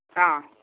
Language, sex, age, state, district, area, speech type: Malayalam, male, 18-30, Kerala, Wayanad, rural, conversation